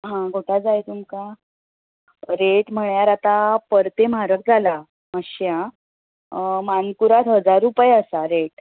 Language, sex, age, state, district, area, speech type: Goan Konkani, female, 30-45, Goa, Bardez, rural, conversation